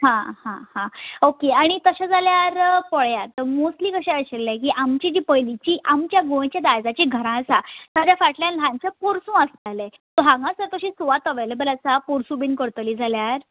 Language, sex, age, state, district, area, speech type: Goan Konkani, female, 30-45, Goa, Ponda, rural, conversation